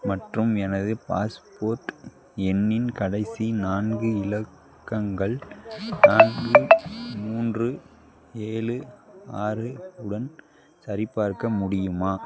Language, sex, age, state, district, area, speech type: Tamil, male, 18-30, Tamil Nadu, Madurai, urban, read